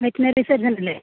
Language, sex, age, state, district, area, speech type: Malayalam, female, 18-30, Kerala, Thrissur, rural, conversation